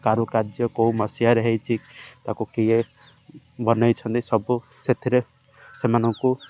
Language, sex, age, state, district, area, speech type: Odia, male, 18-30, Odisha, Ganjam, urban, spontaneous